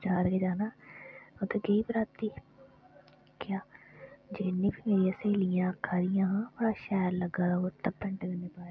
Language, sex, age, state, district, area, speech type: Dogri, female, 18-30, Jammu and Kashmir, Udhampur, rural, spontaneous